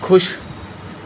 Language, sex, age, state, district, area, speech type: Punjabi, male, 18-30, Punjab, Mohali, rural, read